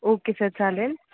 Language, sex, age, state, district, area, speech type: Marathi, female, 18-30, Maharashtra, Jalna, urban, conversation